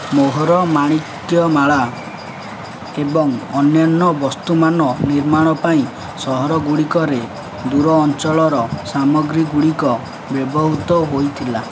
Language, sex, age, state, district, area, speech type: Odia, male, 18-30, Odisha, Jagatsinghpur, urban, read